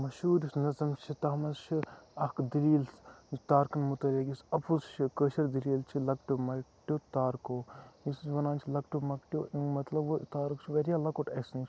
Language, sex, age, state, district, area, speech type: Kashmiri, male, 18-30, Jammu and Kashmir, Kupwara, urban, spontaneous